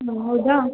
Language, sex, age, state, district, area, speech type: Kannada, female, 18-30, Karnataka, Chitradurga, rural, conversation